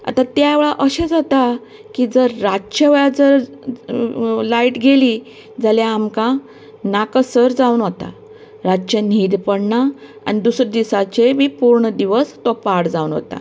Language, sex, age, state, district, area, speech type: Goan Konkani, female, 45-60, Goa, Canacona, rural, spontaneous